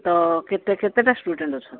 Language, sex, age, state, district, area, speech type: Odia, female, 60+, Odisha, Gajapati, rural, conversation